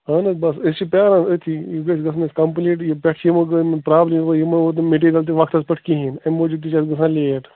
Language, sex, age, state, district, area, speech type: Kashmiri, male, 30-45, Jammu and Kashmir, Bandipora, rural, conversation